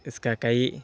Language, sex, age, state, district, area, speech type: Urdu, male, 30-45, Bihar, Supaul, rural, spontaneous